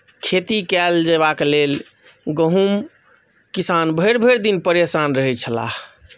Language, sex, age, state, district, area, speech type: Maithili, male, 30-45, Bihar, Madhubani, rural, spontaneous